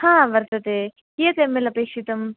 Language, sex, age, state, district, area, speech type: Sanskrit, female, 18-30, Karnataka, Bagalkot, urban, conversation